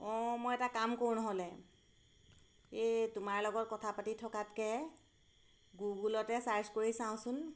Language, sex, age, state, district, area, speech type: Assamese, female, 30-45, Assam, Golaghat, urban, spontaneous